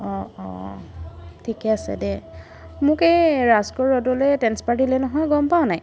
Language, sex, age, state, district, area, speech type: Assamese, female, 18-30, Assam, Golaghat, rural, spontaneous